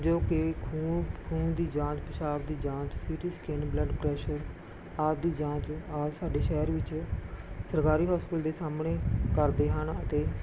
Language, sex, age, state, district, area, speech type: Punjabi, female, 45-60, Punjab, Rupnagar, rural, spontaneous